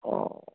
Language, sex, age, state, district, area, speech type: Bengali, male, 18-30, West Bengal, Uttar Dinajpur, urban, conversation